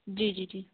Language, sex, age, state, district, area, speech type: Urdu, female, 30-45, Delhi, South Delhi, urban, conversation